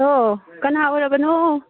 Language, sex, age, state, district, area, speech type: Manipuri, female, 45-60, Manipur, Kakching, rural, conversation